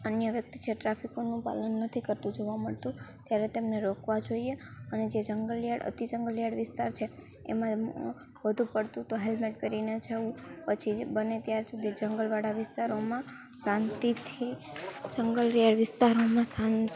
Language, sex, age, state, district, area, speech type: Gujarati, female, 18-30, Gujarat, Rajkot, rural, spontaneous